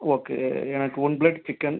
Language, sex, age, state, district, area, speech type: Tamil, male, 60+, Tamil Nadu, Ariyalur, rural, conversation